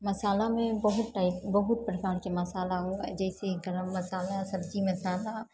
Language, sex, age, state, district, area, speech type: Maithili, female, 18-30, Bihar, Purnia, rural, spontaneous